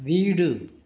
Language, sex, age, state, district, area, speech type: Tamil, male, 45-60, Tamil Nadu, Perambalur, urban, read